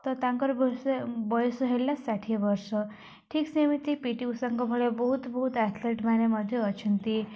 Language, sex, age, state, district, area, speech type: Odia, female, 18-30, Odisha, Nabarangpur, urban, spontaneous